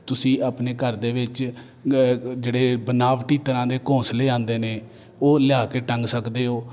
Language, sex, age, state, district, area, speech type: Punjabi, male, 30-45, Punjab, Jalandhar, urban, spontaneous